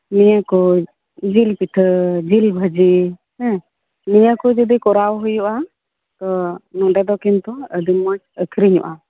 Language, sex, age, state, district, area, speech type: Santali, female, 30-45, West Bengal, Birbhum, rural, conversation